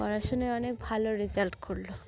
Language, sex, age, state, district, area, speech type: Bengali, female, 18-30, West Bengal, Uttar Dinajpur, urban, spontaneous